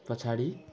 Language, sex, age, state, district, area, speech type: Nepali, male, 18-30, West Bengal, Jalpaiguri, rural, read